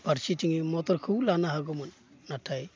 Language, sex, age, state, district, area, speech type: Bodo, male, 45-60, Assam, Baksa, urban, spontaneous